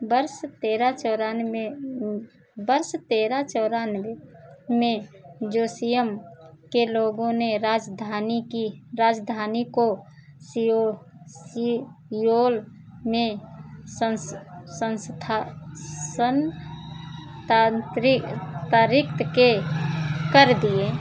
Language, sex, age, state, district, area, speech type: Hindi, female, 45-60, Uttar Pradesh, Ayodhya, rural, read